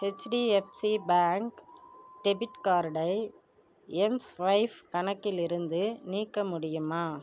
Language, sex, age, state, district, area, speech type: Tamil, female, 45-60, Tamil Nadu, Perambalur, rural, read